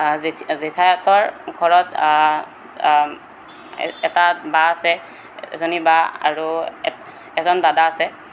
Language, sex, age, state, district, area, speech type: Assamese, male, 18-30, Assam, Kamrup Metropolitan, urban, spontaneous